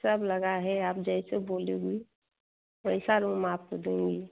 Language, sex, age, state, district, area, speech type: Hindi, female, 30-45, Uttar Pradesh, Jaunpur, rural, conversation